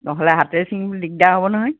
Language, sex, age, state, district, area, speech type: Assamese, female, 60+, Assam, Golaghat, rural, conversation